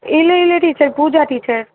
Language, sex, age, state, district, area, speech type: Tamil, female, 18-30, Tamil Nadu, Kanchipuram, urban, conversation